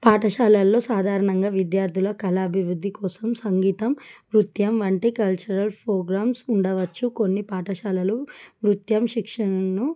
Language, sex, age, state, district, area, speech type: Telugu, female, 30-45, Telangana, Adilabad, rural, spontaneous